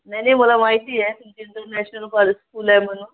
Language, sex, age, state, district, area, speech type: Marathi, female, 45-60, Maharashtra, Amravati, urban, conversation